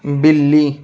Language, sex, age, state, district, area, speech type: Urdu, male, 18-30, Uttar Pradesh, Lucknow, urban, read